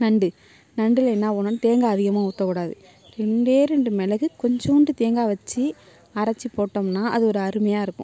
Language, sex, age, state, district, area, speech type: Tamil, female, 60+, Tamil Nadu, Mayiladuthurai, rural, spontaneous